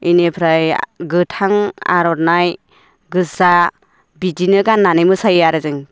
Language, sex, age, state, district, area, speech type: Bodo, female, 30-45, Assam, Baksa, rural, spontaneous